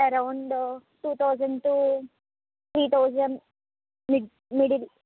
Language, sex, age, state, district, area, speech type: Telugu, female, 45-60, Andhra Pradesh, Eluru, rural, conversation